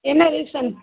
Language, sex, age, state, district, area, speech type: Tamil, female, 30-45, Tamil Nadu, Madurai, urban, conversation